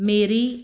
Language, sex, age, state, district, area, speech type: Punjabi, female, 45-60, Punjab, Fazilka, rural, read